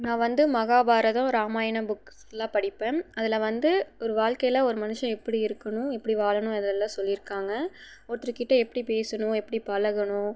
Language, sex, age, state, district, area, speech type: Tamil, female, 18-30, Tamil Nadu, Erode, rural, spontaneous